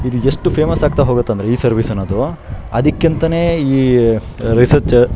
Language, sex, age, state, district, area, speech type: Kannada, male, 18-30, Karnataka, Shimoga, rural, spontaneous